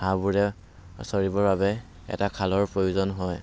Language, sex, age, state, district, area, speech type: Assamese, male, 18-30, Assam, Dhemaji, rural, spontaneous